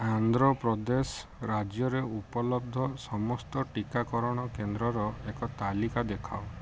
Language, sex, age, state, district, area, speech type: Odia, male, 30-45, Odisha, Ganjam, urban, read